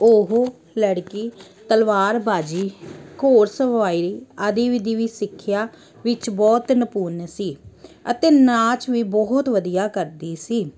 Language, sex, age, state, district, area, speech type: Punjabi, female, 30-45, Punjab, Amritsar, urban, spontaneous